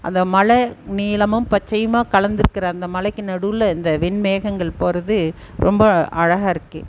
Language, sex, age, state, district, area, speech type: Tamil, female, 60+, Tamil Nadu, Erode, urban, spontaneous